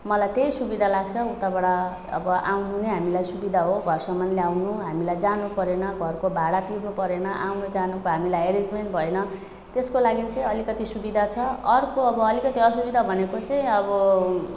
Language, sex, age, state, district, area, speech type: Nepali, female, 30-45, West Bengal, Alipurduar, urban, spontaneous